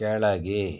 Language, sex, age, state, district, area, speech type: Kannada, male, 60+, Karnataka, Shimoga, rural, read